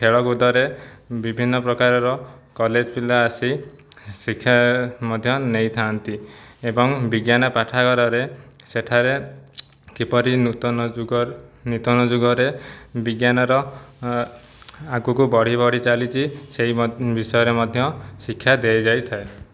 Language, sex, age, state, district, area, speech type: Odia, male, 30-45, Odisha, Jajpur, rural, spontaneous